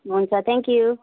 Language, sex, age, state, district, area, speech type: Nepali, female, 30-45, West Bengal, Kalimpong, rural, conversation